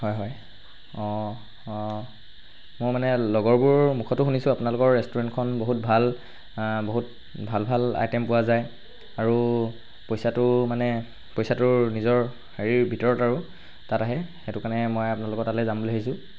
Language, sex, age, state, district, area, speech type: Assamese, male, 45-60, Assam, Charaideo, rural, spontaneous